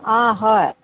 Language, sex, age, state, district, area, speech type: Assamese, female, 60+, Assam, Dhemaji, rural, conversation